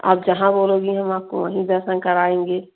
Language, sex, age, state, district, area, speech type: Hindi, female, 30-45, Uttar Pradesh, Jaunpur, rural, conversation